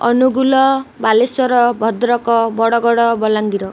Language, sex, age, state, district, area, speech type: Odia, female, 18-30, Odisha, Malkangiri, urban, spontaneous